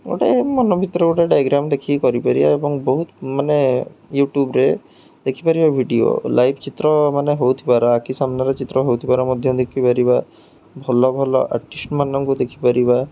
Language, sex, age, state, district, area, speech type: Odia, male, 18-30, Odisha, Jagatsinghpur, rural, spontaneous